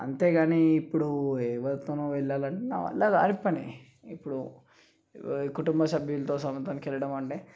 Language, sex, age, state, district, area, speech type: Telugu, male, 18-30, Telangana, Nalgonda, urban, spontaneous